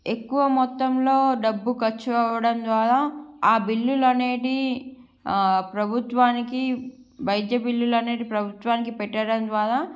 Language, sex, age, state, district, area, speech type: Telugu, female, 18-30, Andhra Pradesh, Srikakulam, urban, spontaneous